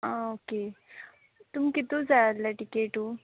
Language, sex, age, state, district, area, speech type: Goan Konkani, female, 18-30, Goa, Quepem, rural, conversation